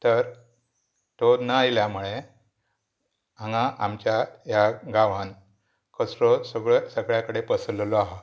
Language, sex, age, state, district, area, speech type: Goan Konkani, male, 60+, Goa, Pernem, rural, spontaneous